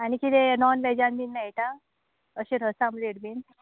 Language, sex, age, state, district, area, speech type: Goan Konkani, female, 18-30, Goa, Ponda, rural, conversation